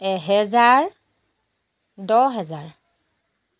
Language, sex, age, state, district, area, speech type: Assamese, female, 45-60, Assam, Lakhimpur, rural, spontaneous